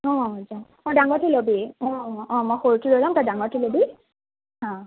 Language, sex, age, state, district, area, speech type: Assamese, female, 18-30, Assam, Sonitpur, rural, conversation